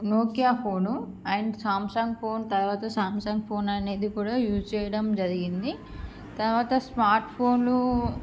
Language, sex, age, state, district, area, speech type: Telugu, female, 30-45, Andhra Pradesh, Srikakulam, urban, spontaneous